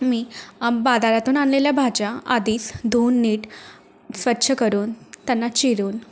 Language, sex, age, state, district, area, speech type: Marathi, female, 18-30, Maharashtra, Washim, rural, spontaneous